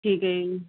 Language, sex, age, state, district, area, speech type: Punjabi, female, 45-60, Punjab, Barnala, urban, conversation